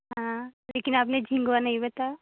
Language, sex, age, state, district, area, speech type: Hindi, female, 45-60, Uttar Pradesh, Jaunpur, rural, conversation